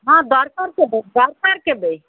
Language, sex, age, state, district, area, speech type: Odia, female, 45-60, Odisha, Malkangiri, urban, conversation